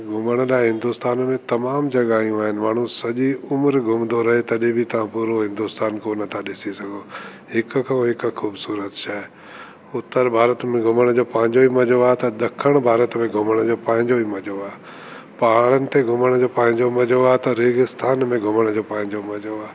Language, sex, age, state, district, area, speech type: Sindhi, male, 60+, Delhi, South Delhi, urban, spontaneous